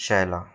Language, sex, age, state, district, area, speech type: Hindi, male, 18-30, Madhya Pradesh, Balaghat, rural, spontaneous